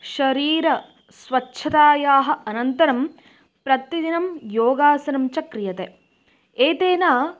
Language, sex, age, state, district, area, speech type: Sanskrit, female, 18-30, Karnataka, Uttara Kannada, rural, spontaneous